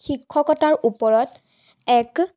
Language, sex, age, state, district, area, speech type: Assamese, female, 18-30, Assam, Sonitpur, rural, spontaneous